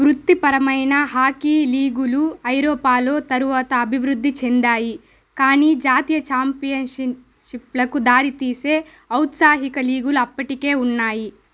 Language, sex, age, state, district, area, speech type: Telugu, female, 18-30, Andhra Pradesh, Sri Balaji, urban, read